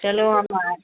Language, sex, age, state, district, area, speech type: Hindi, female, 60+, Uttar Pradesh, Bhadohi, rural, conversation